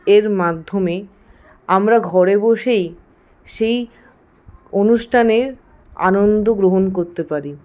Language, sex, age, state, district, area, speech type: Bengali, female, 60+, West Bengal, Paschim Bardhaman, rural, spontaneous